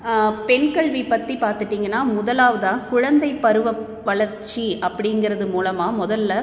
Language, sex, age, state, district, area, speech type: Tamil, female, 30-45, Tamil Nadu, Tiruppur, urban, spontaneous